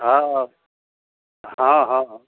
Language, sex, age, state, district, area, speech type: Maithili, male, 60+, Bihar, Darbhanga, rural, conversation